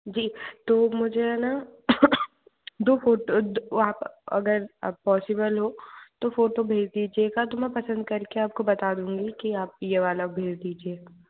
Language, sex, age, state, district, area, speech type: Hindi, other, 45-60, Madhya Pradesh, Bhopal, urban, conversation